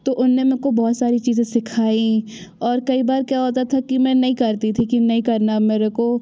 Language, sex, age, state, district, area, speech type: Hindi, female, 30-45, Madhya Pradesh, Jabalpur, urban, spontaneous